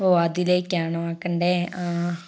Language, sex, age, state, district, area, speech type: Malayalam, female, 18-30, Kerala, Wayanad, rural, spontaneous